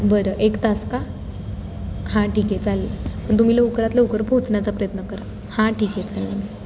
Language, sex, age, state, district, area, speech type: Marathi, female, 18-30, Maharashtra, Satara, urban, spontaneous